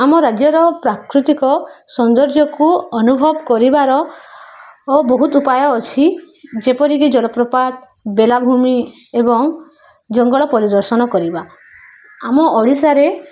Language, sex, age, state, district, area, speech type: Odia, female, 18-30, Odisha, Subarnapur, urban, spontaneous